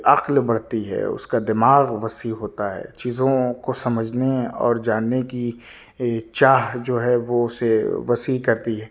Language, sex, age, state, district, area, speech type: Urdu, male, 30-45, Delhi, South Delhi, urban, spontaneous